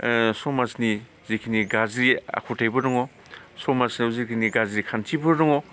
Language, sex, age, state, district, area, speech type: Bodo, male, 45-60, Assam, Baksa, urban, spontaneous